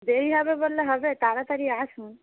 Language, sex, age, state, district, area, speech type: Bengali, female, 45-60, West Bengal, Hooghly, rural, conversation